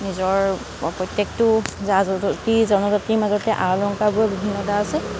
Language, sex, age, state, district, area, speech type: Assamese, female, 45-60, Assam, Nagaon, rural, spontaneous